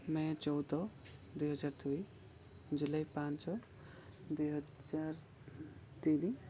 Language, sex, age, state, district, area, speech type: Odia, male, 18-30, Odisha, Koraput, urban, spontaneous